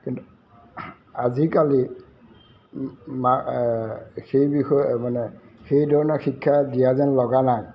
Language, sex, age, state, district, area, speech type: Assamese, male, 60+, Assam, Golaghat, urban, spontaneous